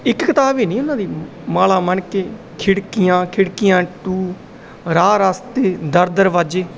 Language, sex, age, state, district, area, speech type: Punjabi, male, 30-45, Punjab, Bathinda, urban, spontaneous